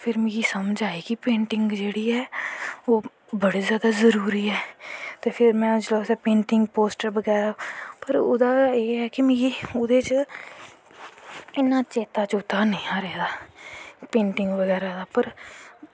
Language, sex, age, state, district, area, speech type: Dogri, female, 18-30, Jammu and Kashmir, Kathua, rural, spontaneous